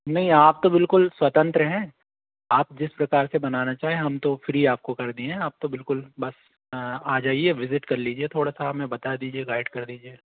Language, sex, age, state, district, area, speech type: Hindi, male, 18-30, Madhya Pradesh, Bhopal, urban, conversation